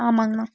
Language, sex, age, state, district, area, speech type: Tamil, female, 18-30, Tamil Nadu, Tiruppur, rural, spontaneous